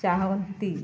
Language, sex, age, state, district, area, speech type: Odia, female, 45-60, Odisha, Balangir, urban, spontaneous